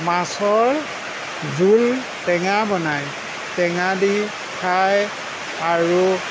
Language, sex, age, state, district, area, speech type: Assamese, male, 60+, Assam, Lakhimpur, rural, spontaneous